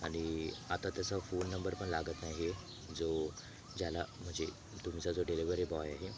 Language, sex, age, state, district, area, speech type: Marathi, male, 18-30, Maharashtra, Thane, rural, spontaneous